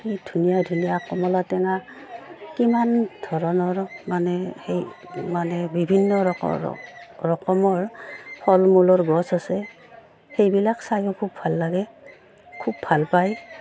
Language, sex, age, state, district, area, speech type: Assamese, female, 45-60, Assam, Udalguri, rural, spontaneous